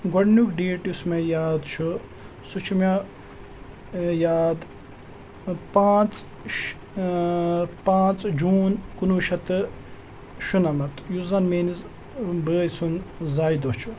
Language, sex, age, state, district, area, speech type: Kashmiri, male, 18-30, Jammu and Kashmir, Srinagar, urban, spontaneous